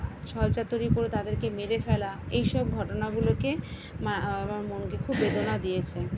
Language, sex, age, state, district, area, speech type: Bengali, female, 30-45, West Bengal, Kolkata, urban, spontaneous